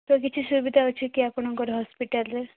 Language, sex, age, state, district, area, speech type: Odia, female, 18-30, Odisha, Nabarangpur, urban, conversation